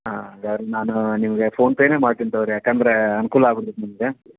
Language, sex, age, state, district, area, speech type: Kannada, male, 30-45, Karnataka, Gadag, urban, conversation